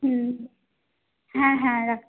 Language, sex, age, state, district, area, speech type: Bengali, female, 18-30, West Bengal, Howrah, urban, conversation